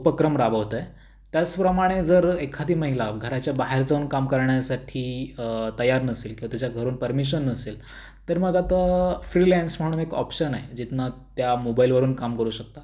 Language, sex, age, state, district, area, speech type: Marathi, male, 18-30, Maharashtra, Raigad, rural, spontaneous